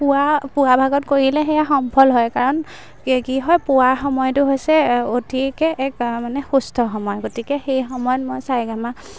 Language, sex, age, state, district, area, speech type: Assamese, female, 18-30, Assam, Majuli, urban, spontaneous